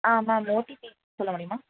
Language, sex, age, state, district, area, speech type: Tamil, female, 18-30, Tamil Nadu, Tenkasi, urban, conversation